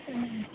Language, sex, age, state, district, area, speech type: Maithili, female, 30-45, Bihar, Araria, rural, conversation